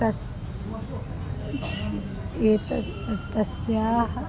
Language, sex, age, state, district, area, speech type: Sanskrit, female, 30-45, Karnataka, Dharwad, urban, spontaneous